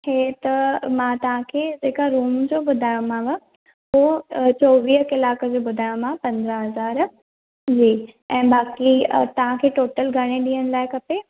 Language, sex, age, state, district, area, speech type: Sindhi, female, 18-30, Maharashtra, Thane, urban, conversation